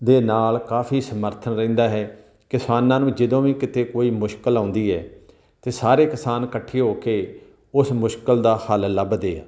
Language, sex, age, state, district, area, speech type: Punjabi, male, 45-60, Punjab, Tarn Taran, rural, spontaneous